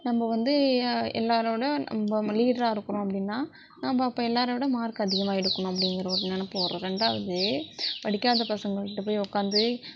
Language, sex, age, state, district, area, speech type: Tamil, female, 60+, Tamil Nadu, Sivaganga, rural, spontaneous